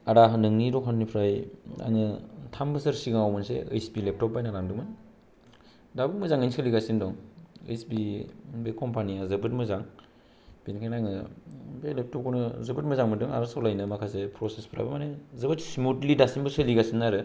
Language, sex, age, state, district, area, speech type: Bodo, male, 18-30, Assam, Kokrajhar, rural, spontaneous